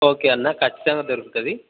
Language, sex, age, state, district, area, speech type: Telugu, male, 18-30, Telangana, Peddapalli, rural, conversation